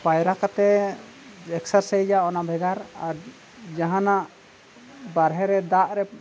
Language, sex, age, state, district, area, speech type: Santali, male, 45-60, Odisha, Mayurbhanj, rural, spontaneous